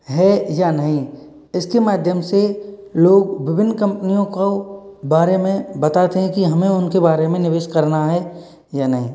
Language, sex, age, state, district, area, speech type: Hindi, male, 45-60, Rajasthan, Karauli, rural, spontaneous